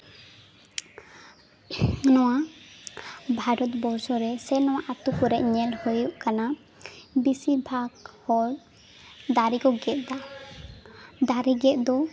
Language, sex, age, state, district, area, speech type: Santali, female, 18-30, West Bengal, Jhargram, rural, spontaneous